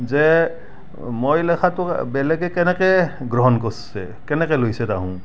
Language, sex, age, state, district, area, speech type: Assamese, male, 60+, Assam, Barpeta, rural, spontaneous